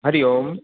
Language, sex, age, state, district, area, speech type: Sanskrit, male, 18-30, Rajasthan, Jaipur, urban, conversation